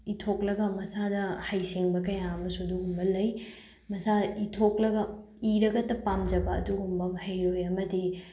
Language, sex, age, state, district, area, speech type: Manipuri, female, 18-30, Manipur, Bishnupur, rural, spontaneous